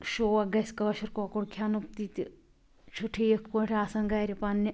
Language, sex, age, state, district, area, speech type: Kashmiri, female, 45-60, Jammu and Kashmir, Anantnag, rural, spontaneous